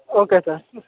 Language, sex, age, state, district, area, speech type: Telugu, male, 18-30, Andhra Pradesh, Guntur, urban, conversation